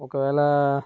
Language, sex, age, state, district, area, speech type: Telugu, male, 18-30, Andhra Pradesh, Kakinada, rural, spontaneous